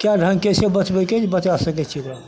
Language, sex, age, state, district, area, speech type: Maithili, male, 60+, Bihar, Madhepura, urban, spontaneous